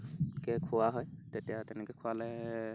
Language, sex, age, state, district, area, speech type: Assamese, male, 18-30, Assam, Golaghat, rural, spontaneous